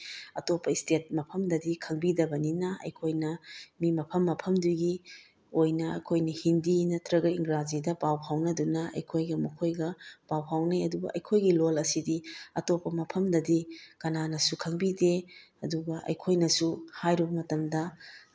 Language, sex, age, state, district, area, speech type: Manipuri, female, 45-60, Manipur, Bishnupur, rural, spontaneous